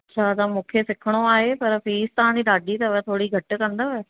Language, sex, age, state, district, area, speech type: Sindhi, female, 30-45, Madhya Pradesh, Katni, urban, conversation